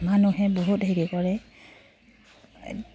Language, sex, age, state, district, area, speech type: Assamese, female, 30-45, Assam, Udalguri, rural, spontaneous